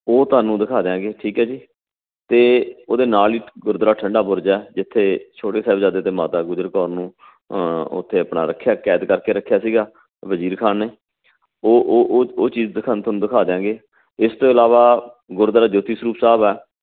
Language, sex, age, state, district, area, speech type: Punjabi, male, 45-60, Punjab, Fatehgarh Sahib, urban, conversation